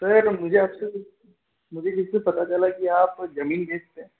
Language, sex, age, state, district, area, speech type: Hindi, male, 30-45, Madhya Pradesh, Balaghat, rural, conversation